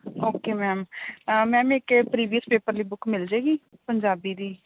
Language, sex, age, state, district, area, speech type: Punjabi, female, 18-30, Punjab, Bathinda, rural, conversation